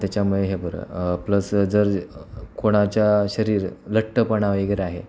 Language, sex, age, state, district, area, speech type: Marathi, male, 30-45, Maharashtra, Sindhudurg, rural, spontaneous